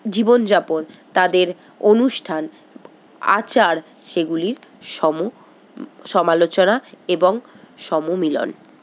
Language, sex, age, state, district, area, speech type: Bengali, female, 60+, West Bengal, Paschim Bardhaman, urban, spontaneous